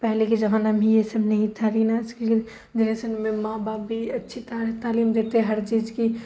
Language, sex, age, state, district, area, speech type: Urdu, female, 30-45, Bihar, Darbhanga, rural, spontaneous